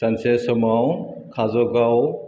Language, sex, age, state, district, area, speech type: Bodo, male, 60+, Assam, Chirang, urban, spontaneous